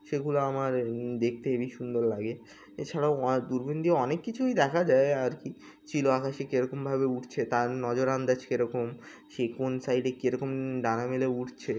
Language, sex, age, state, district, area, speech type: Bengali, male, 18-30, West Bengal, Birbhum, urban, spontaneous